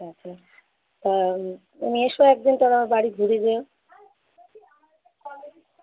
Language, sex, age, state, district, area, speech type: Bengali, female, 30-45, West Bengal, Howrah, urban, conversation